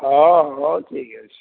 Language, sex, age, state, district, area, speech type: Odia, male, 45-60, Odisha, Dhenkanal, rural, conversation